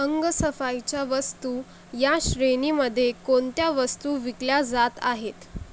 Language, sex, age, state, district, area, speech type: Marathi, female, 45-60, Maharashtra, Akola, rural, read